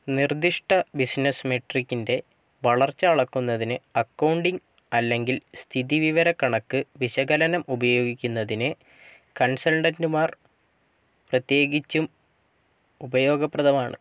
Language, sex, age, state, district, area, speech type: Malayalam, male, 45-60, Kerala, Wayanad, rural, read